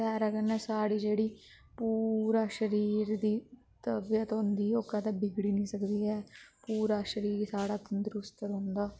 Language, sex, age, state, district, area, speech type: Dogri, female, 30-45, Jammu and Kashmir, Udhampur, rural, spontaneous